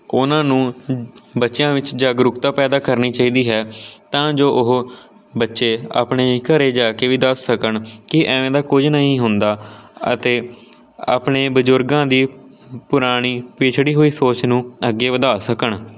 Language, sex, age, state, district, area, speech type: Punjabi, male, 18-30, Punjab, Patiala, rural, spontaneous